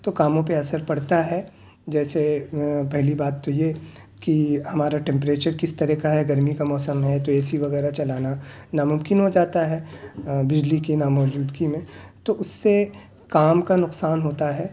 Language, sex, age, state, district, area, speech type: Urdu, male, 30-45, Delhi, South Delhi, urban, spontaneous